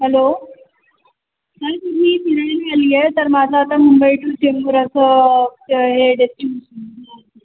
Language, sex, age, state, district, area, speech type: Marathi, female, 18-30, Maharashtra, Mumbai Suburban, urban, conversation